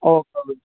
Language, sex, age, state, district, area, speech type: Malayalam, male, 18-30, Kerala, Wayanad, rural, conversation